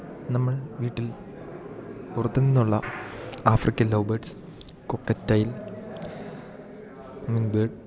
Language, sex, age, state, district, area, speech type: Malayalam, male, 18-30, Kerala, Idukki, rural, spontaneous